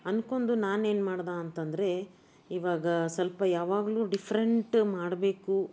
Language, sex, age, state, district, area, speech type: Kannada, female, 60+, Karnataka, Bidar, urban, spontaneous